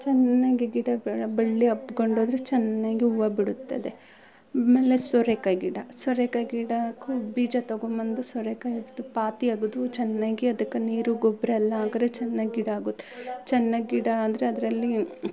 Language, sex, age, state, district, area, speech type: Kannada, female, 18-30, Karnataka, Bangalore Rural, rural, spontaneous